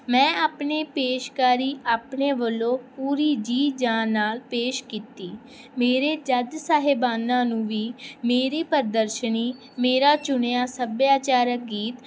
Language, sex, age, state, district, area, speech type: Punjabi, female, 18-30, Punjab, Barnala, rural, spontaneous